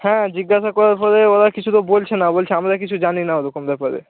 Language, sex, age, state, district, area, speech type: Bengali, male, 30-45, West Bengal, Purba Medinipur, rural, conversation